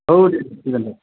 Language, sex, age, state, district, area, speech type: Bodo, male, 30-45, Assam, Chirang, urban, conversation